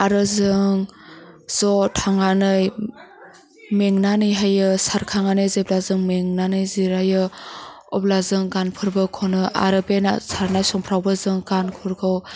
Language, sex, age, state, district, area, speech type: Bodo, female, 30-45, Assam, Chirang, rural, spontaneous